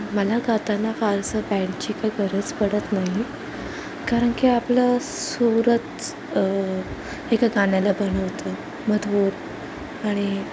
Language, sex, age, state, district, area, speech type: Marathi, female, 18-30, Maharashtra, Thane, urban, spontaneous